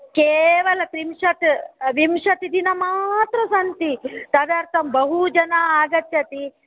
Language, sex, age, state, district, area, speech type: Sanskrit, female, 45-60, Karnataka, Dakshina Kannada, rural, conversation